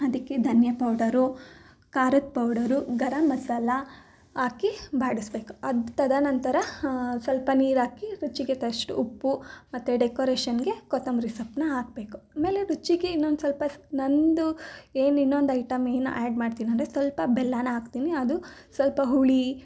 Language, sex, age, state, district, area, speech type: Kannada, female, 18-30, Karnataka, Mysore, urban, spontaneous